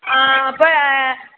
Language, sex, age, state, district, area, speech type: Malayalam, female, 30-45, Kerala, Kollam, rural, conversation